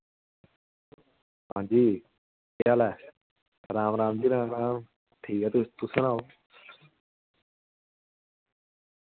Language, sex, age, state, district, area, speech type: Dogri, male, 18-30, Jammu and Kashmir, Samba, rural, conversation